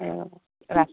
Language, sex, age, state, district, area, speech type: Assamese, female, 18-30, Assam, Goalpara, rural, conversation